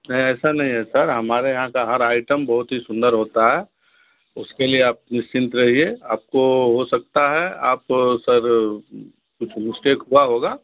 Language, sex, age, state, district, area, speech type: Hindi, male, 60+, Bihar, Darbhanga, urban, conversation